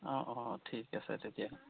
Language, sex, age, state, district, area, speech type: Assamese, male, 30-45, Assam, Golaghat, rural, conversation